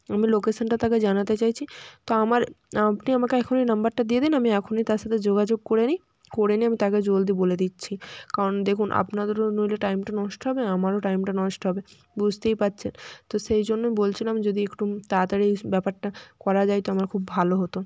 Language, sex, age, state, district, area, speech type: Bengali, female, 18-30, West Bengal, Jalpaiguri, rural, spontaneous